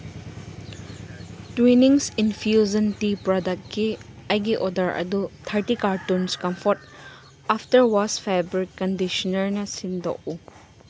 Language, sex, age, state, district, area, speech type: Manipuri, female, 45-60, Manipur, Chandel, rural, read